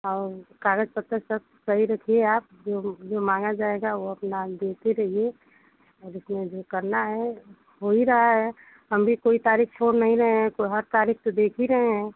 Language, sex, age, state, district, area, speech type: Hindi, female, 45-60, Uttar Pradesh, Ghazipur, rural, conversation